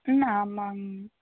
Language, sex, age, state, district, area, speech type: Tamil, female, 18-30, Tamil Nadu, Tiruppur, rural, conversation